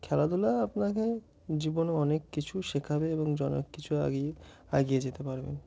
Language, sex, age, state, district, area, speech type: Bengali, male, 18-30, West Bengal, Murshidabad, urban, spontaneous